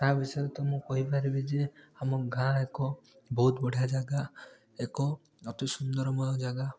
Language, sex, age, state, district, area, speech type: Odia, male, 18-30, Odisha, Rayagada, urban, spontaneous